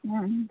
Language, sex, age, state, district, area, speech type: Kannada, female, 30-45, Karnataka, Bagalkot, rural, conversation